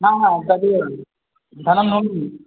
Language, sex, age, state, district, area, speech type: Sanskrit, male, 18-30, West Bengal, Cooch Behar, rural, conversation